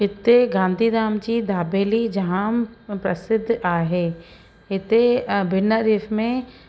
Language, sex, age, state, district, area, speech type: Sindhi, female, 45-60, Gujarat, Kutch, rural, spontaneous